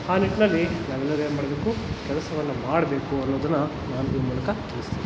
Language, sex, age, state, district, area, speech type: Kannada, male, 30-45, Karnataka, Kolar, rural, spontaneous